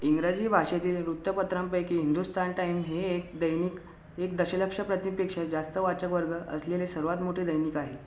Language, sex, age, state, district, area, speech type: Marathi, male, 18-30, Maharashtra, Buldhana, urban, read